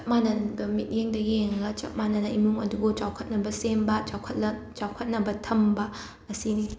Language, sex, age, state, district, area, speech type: Manipuri, female, 45-60, Manipur, Imphal West, urban, spontaneous